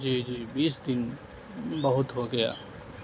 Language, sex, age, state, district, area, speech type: Urdu, male, 18-30, Bihar, Madhubani, rural, spontaneous